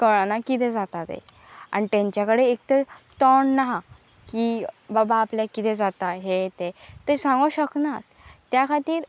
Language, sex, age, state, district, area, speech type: Goan Konkani, female, 18-30, Goa, Pernem, rural, spontaneous